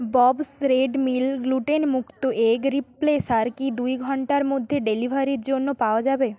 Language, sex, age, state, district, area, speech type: Bengali, female, 30-45, West Bengal, Nadia, rural, read